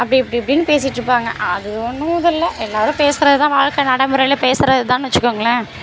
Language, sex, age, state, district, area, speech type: Tamil, female, 30-45, Tamil Nadu, Thanjavur, urban, spontaneous